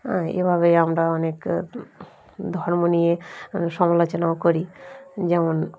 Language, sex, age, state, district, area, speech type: Bengali, female, 45-60, West Bengal, Dakshin Dinajpur, urban, spontaneous